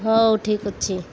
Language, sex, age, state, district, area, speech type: Odia, female, 30-45, Odisha, Malkangiri, urban, spontaneous